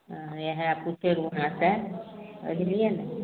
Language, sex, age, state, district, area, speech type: Maithili, female, 60+, Bihar, Madhepura, urban, conversation